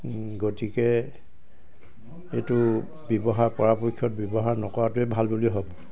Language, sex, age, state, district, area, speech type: Assamese, male, 60+, Assam, Dibrugarh, urban, spontaneous